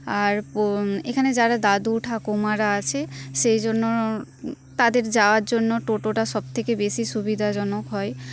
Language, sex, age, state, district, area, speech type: Bengali, female, 30-45, West Bengal, Paschim Medinipur, rural, spontaneous